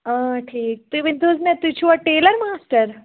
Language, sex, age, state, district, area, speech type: Kashmiri, female, 18-30, Jammu and Kashmir, Pulwama, rural, conversation